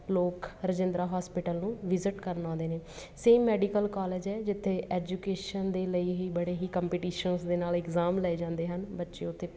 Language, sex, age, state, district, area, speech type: Punjabi, female, 30-45, Punjab, Patiala, urban, spontaneous